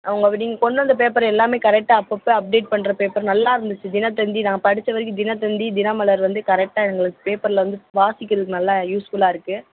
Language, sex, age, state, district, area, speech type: Tamil, female, 18-30, Tamil Nadu, Madurai, urban, conversation